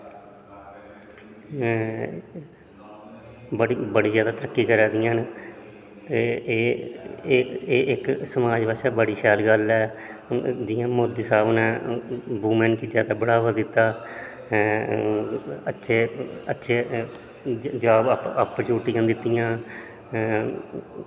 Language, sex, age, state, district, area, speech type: Dogri, male, 30-45, Jammu and Kashmir, Udhampur, urban, spontaneous